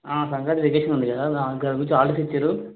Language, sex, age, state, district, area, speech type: Telugu, male, 18-30, Telangana, Hyderabad, urban, conversation